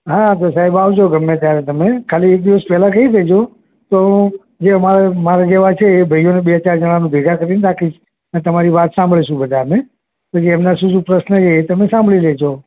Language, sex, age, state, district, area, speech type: Gujarati, male, 45-60, Gujarat, Ahmedabad, urban, conversation